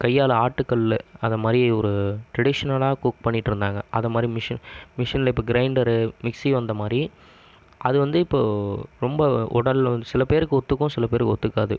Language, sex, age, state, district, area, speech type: Tamil, male, 18-30, Tamil Nadu, Viluppuram, urban, spontaneous